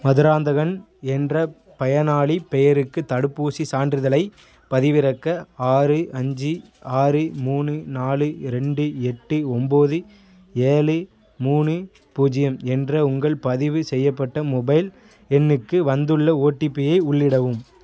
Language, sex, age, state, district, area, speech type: Tamil, male, 18-30, Tamil Nadu, Thoothukudi, rural, read